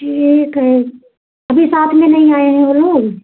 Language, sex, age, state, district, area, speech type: Hindi, female, 45-60, Uttar Pradesh, Ayodhya, rural, conversation